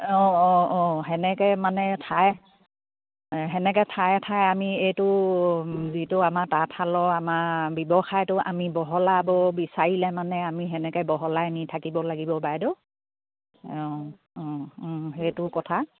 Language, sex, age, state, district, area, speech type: Assamese, female, 60+, Assam, Dibrugarh, rural, conversation